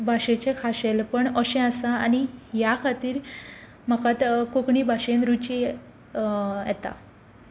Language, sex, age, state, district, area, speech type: Goan Konkani, female, 18-30, Goa, Quepem, rural, spontaneous